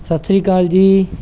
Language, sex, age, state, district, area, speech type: Punjabi, male, 30-45, Punjab, Mansa, urban, spontaneous